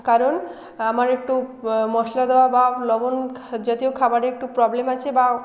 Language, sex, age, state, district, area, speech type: Bengali, female, 18-30, West Bengal, Jalpaiguri, rural, spontaneous